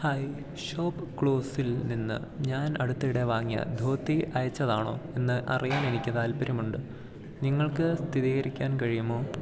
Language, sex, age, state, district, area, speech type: Malayalam, male, 18-30, Kerala, Idukki, rural, read